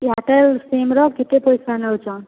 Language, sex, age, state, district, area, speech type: Odia, female, 45-60, Odisha, Boudh, rural, conversation